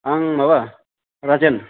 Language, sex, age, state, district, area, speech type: Bodo, male, 30-45, Assam, Kokrajhar, rural, conversation